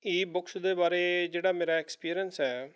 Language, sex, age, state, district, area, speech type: Punjabi, male, 30-45, Punjab, Mohali, rural, spontaneous